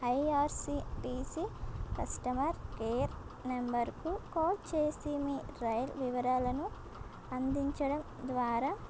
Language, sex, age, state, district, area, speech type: Telugu, female, 18-30, Telangana, Komaram Bheem, urban, spontaneous